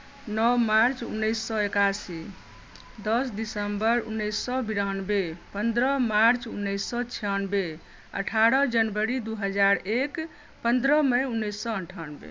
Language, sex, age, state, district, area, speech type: Maithili, female, 45-60, Bihar, Madhubani, rural, spontaneous